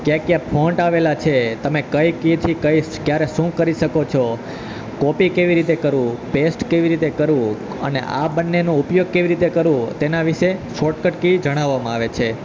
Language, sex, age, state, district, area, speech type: Gujarati, male, 18-30, Gujarat, Junagadh, rural, spontaneous